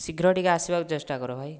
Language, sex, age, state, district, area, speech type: Odia, male, 30-45, Odisha, Kandhamal, rural, spontaneous